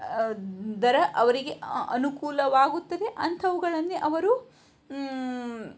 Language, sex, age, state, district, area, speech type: Kannada, female, 60+, Karnataka, Shimoga, rural, spontaneous